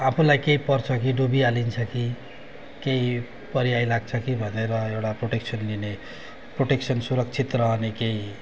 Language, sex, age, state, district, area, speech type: Nepali, male, 45-60, West Bengal, Darjeeling, rural, spontaneous